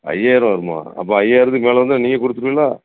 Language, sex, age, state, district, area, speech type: Tamil, male, 60+, Tamil Nadu, Thoothukudi, rural, conversation